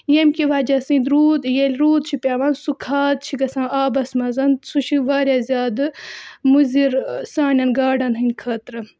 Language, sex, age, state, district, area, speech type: Kashmiri, female, 18-30, Jammu and Kashmir, Budgam, rural, spontaneous